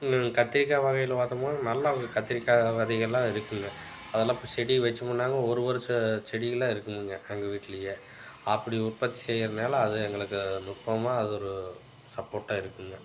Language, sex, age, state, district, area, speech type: Tamil, male, 45-60, Tamil Nadu, Tiruppur, urban, spontaneous